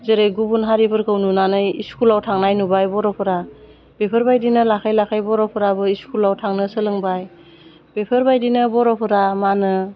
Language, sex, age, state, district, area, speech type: Bodo, female, 45-60, Assam, Udalguri, urban, spontaneous